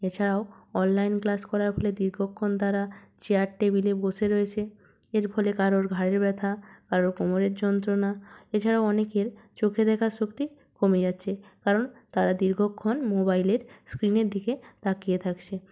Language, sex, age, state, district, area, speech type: Bengali, female, 18-30, West Bengal, Purba Medinipur, rural, spontaneous